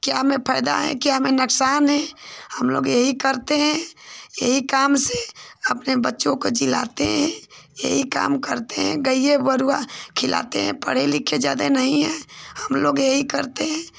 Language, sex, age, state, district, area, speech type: Hindi, female, 45-60, Uttar Pradesh, Ghazipur, rural, spontaneous